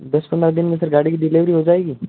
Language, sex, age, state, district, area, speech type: Hindi, male, 18-30, Rajasthan, Nagaur, rural, conversation